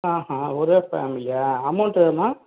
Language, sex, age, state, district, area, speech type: Tamil, male, 60+, Tamil Nadu, Tiruvarur, rural, conversation